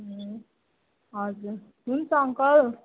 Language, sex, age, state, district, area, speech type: Nepali, female, 30-45, West Bengal, Jalpaiguri, urban, conversation